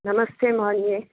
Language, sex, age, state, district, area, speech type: Sanskrit, female, 45-60, Tamil Nadu, Tiruchirappalli, urban, conversation